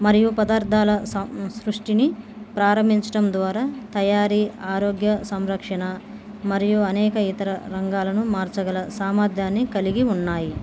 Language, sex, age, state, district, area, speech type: Telugu, female, 30-45, Telangana, Bhadradri Kothagudem, urban, spontaneous